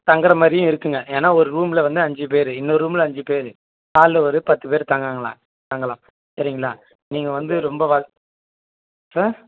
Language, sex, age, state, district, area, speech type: Tamil, male, 18-30, Tamil Nadu, Vellore, urban, conversation